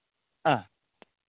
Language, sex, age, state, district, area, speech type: Malayalam, male, 30-45, Kerala, Idukki, rural, conversation